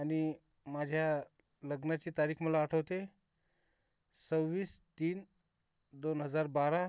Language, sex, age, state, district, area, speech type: Marathi, male, 30-45, Maharashtra, Akola, urban, spontaneous